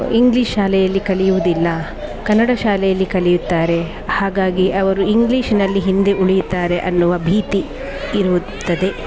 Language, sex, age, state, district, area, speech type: Kannada, female, 45-60, Karnataka, Dakshina Kannada, rural, spontaneous